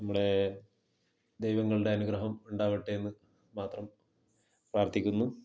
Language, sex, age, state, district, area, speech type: Malayalam, male, 30-45, Kerala, Kasaragod, rural, spontaneous